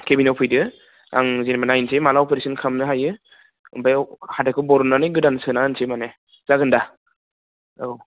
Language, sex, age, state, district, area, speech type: Bodo, male, 18-30, Assam, Udalguri, urban, conversation